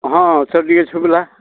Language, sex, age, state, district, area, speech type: Odia, male, 60+, Odisha, Gajapati, rural, conversation